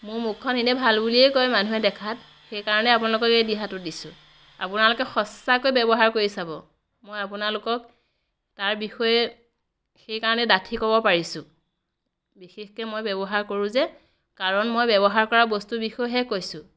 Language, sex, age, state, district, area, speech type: Assamese, female, 30-45, Assam, Biswanath, rural, spontaneous